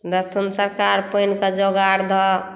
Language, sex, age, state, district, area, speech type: Maithili, female, 60+, Bihar, Madhubani, rural, spontaneous